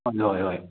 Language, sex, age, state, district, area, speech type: Manipuri, male, 60+, Manipur, Churachandpur, urban, conversation